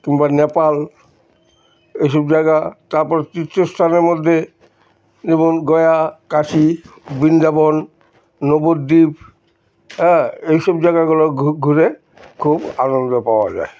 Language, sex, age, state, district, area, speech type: Bengali, male, 60+, West Bengal, Alipurduar, rural, spontaneous